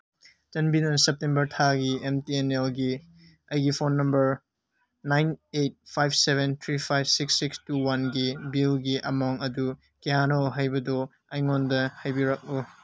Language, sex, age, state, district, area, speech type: Manipuri, male, 18-30, Manipur, Senapati, urban, read